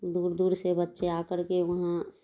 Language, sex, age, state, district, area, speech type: Urdu, female, 30-45, Bihar, Darbhanga, rural, spontaneous